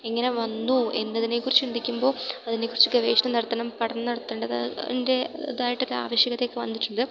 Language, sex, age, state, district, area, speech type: Malayalam, female, 18-30, Kerala, Idukki, rural, spontaneous